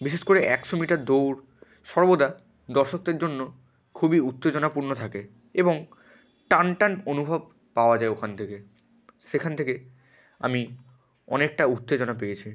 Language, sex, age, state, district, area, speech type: Bengali, male, 18-30, West Bengal, Hooghly, urban, spontaneous